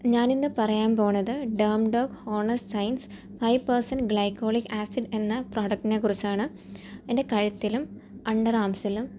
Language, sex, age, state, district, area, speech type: Malayalam, female, 18-30, Kerala, Thiruvananthapuram, urban, spontaneous